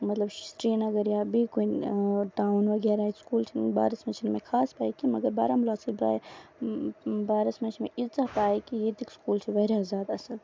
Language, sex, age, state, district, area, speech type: Kashmiri, female, 18-30, Jammu and Kashmir, Baramulla, rural, spontaneous